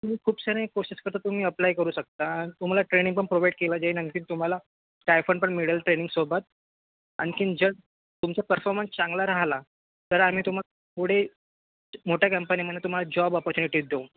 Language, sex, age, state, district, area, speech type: Marathi, female, 18-30, Maharashtra, Nagpur, urban, conversation